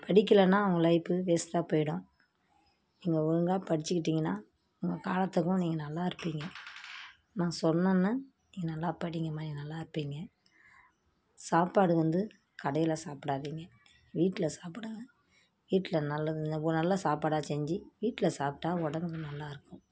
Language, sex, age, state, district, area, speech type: Tamil, female, 60+, Tamil Nadu, Kallakurichi, urban, spontaneous